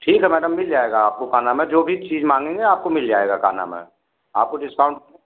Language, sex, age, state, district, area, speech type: Hindi, male, 60+, Uttar Pradesh, Azamgarh, urban, conversation